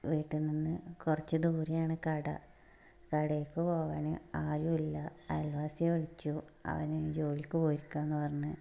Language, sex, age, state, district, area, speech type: Malayalam, female, 18-30, Kerala, Malappuram, rural, spontaneous